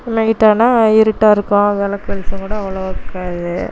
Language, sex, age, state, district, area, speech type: Tamil, female, 30-45, Tamil Nadu, Dharmapuri, rural, spontaneous